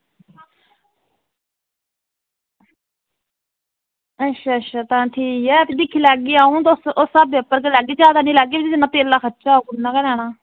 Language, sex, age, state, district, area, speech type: Dogri, female, 60+, Jammu and Kashmir, Reasi, rural, conversation